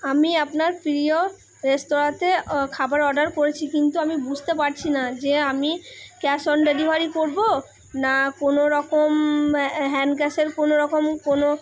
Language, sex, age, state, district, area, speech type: Bengali, female, 18-30, West Bengal, Purba Bardhaman, urban, spontaneous